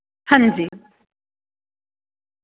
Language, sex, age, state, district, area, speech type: Dogri, female, 30-45, Jammu and Kashmir, Jammu, urban, conversation